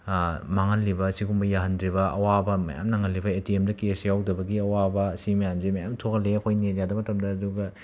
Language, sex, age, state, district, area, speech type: Manipuri, male, 30-45, Manipur, Imphal West, urban, spontaneous